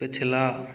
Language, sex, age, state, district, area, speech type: Hindi, male, 30-45, Rajasthan, Karauli, rural, read